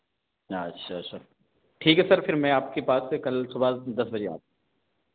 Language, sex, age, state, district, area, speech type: Hindi, male, 30-45, Madhya Pradesh, Hoshangabad, rural, conversation